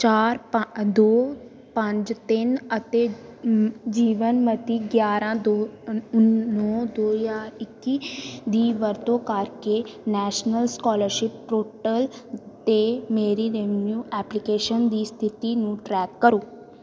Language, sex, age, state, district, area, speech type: Punjabi, female, 18-30, Punjab, Gurdaspur, rural, read